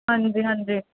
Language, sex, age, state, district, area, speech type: Punjabi, female, 18-30, Punjab, Muktsar, urban, conversation